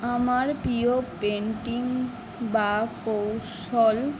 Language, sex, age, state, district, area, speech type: Bengali, female, 18-30, West Bengal, Howrah, urban, spontaneous